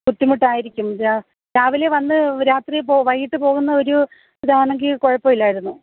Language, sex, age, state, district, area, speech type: Malayalam, female, 30-45, Kerala, Kollam, rural, conversation